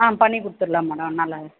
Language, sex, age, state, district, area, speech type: Tamil, female, 30-45, Tamil Nadu, Ranipet, urban, conversation